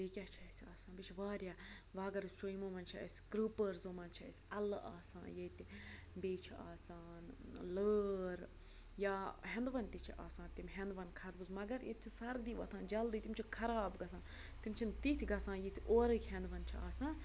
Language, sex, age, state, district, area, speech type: Kashmiri, female, 18-30, Jammu and Kashmir, Budgam, rural, spontaneous